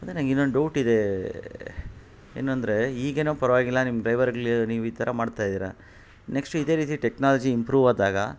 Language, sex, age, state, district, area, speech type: Kannada, male, 45-60, Karnataka, Kolar, urban, spontaneous